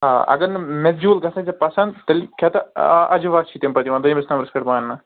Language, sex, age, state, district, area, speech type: Kashmiri, male, 45-60, Jammu and Kashmir, Srinagar, urban, conversation